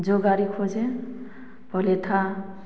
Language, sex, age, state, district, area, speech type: Hindi, female, 30-45, Bihar, Samastipur, urban, spontaneous